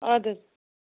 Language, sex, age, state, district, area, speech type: Kashmiri, female, 45-60, Jammu and Kashmir, Baramulla, rural, conversation